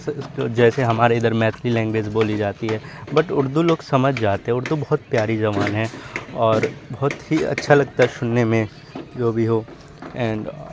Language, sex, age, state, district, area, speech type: Urdu, male, 30-45, Bihar, Supaul, urban, spontaneous